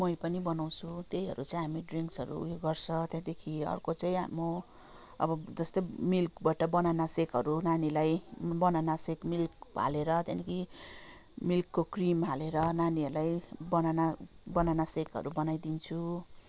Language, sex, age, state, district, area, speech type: Nepali, female, 45-60, West Bengal, Kalimpong, rural, spontaneous